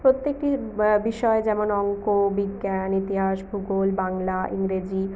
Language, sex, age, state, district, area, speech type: Bengali, female, 45-60, West Bengal, Purulia, urban, spontaneous